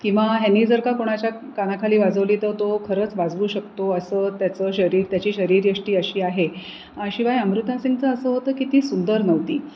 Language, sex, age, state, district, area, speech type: Marathi, female, 45-60, Maharashtra, Pune, urban, spontaneous